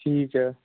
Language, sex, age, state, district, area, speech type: Punjabi, male, 18-30, Punjab, Shaheed Bhagat Singh Nagar, urban, conversation